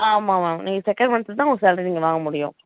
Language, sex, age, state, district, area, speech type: Tamil, female, 30-45, Tamil Nadu, Kallakurichi, rural, conversation